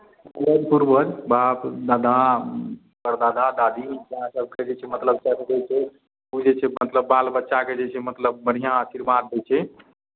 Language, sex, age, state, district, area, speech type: Maithili, male, 45-60, Bihar, Madhepura, rural, conversation